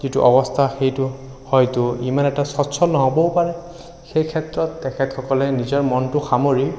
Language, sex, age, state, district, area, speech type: Assamese, male, 30-45, Assam, Sonitpur, rural, spontaneous